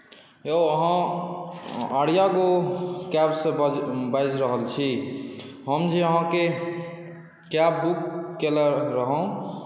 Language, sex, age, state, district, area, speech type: Maithili, male, 18-30, Bihar, Saharsa, rural, spontaneous